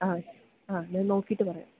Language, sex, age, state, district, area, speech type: Malayalam, female, 18-30, Kerala, Idukki, rural, conversation